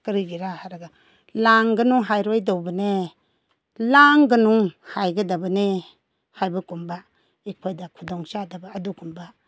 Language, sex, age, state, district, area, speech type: Manipuri, female, 60+, Manipur, Ukhrul, rural, spontaneous